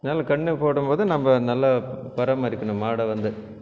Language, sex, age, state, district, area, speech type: Tamil, male, 45-60, Tamil Nadu, Krishnagiri, rural, spontaneous